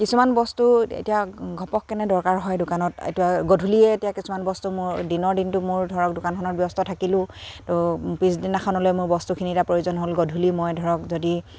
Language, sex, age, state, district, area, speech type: Assamese, female, 30-45, Assam, Dibrugarh, rural, spontaneous